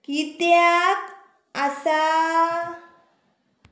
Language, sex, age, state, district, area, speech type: Goan Konkani, female, 30-45, Goa, Murmgao, urban, read